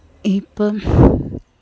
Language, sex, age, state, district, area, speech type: Malayalam, female, 30-45, Kerala, Alappuzha, rural, spontaneous